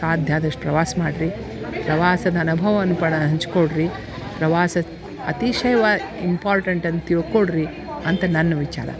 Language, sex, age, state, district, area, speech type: Kannada, female, 60+, Karnataka, Dharwad, rural, spontaneous